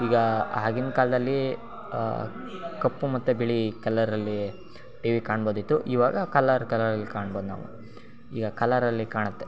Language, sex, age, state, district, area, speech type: Kannada, male, 18-30, Karnataka, Shimoga, rural, spontaneous